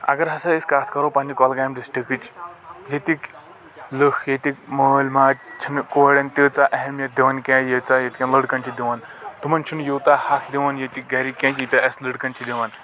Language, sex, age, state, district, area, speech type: Kashmiri, male, 18-30, Jammu and Kashmir, Kulgam, rural, spontaneous